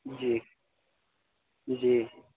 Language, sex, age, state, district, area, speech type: Urdu, male, 18-30, Delhi, South Delhi, urban, conversation